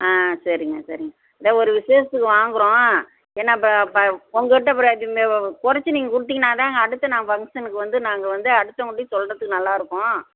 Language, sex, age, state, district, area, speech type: Tamil, female, 60+, Tamil Nadu, Perambalur, urban, conversation